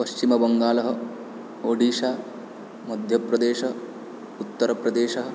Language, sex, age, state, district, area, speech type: Sanskrit, male, 18-30, West Bengal, Paschim Medinipur, rural, spontaneous